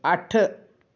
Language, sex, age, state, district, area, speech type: Punjabi, male, 60+, Punjab, Shaheed Bhagat Singh Nagar, urban, read